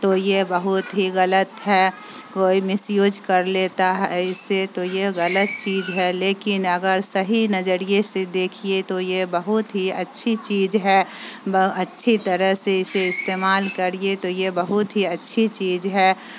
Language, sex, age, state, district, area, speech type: Urdu, female, 45-60, Bihar, Supaul, rural, spontaneous